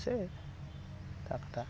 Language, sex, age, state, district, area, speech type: Assamese, male, 18-30, Assam, Goalpara, rural, spontaneous